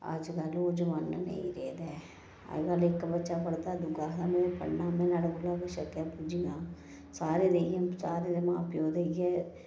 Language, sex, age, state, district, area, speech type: Dogri, female, 30-45, Jammu and Kashmir, Reasi, rural, spontaneous